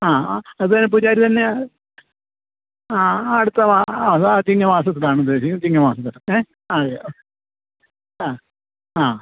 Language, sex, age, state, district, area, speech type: Malayalam, male, 60+, Kerala, Pathanamthitta, rural, conversation